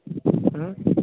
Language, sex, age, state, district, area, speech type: Odia, male, 60+, Odisha, Jajpur, rural, conversation